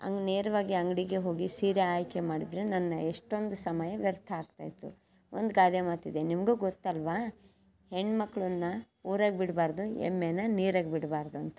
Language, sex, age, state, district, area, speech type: Kannada, female, 60+, Karnataka, Chitradurga, rural, spontaneous